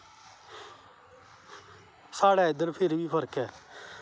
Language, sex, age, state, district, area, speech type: Dogri, male, 30-45, Jammu and Kashmir, Kathua, rural, spontaneous